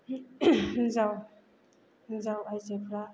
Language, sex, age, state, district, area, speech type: Bodo, female, 45-60, Assam, Chirang, rural, spontaneous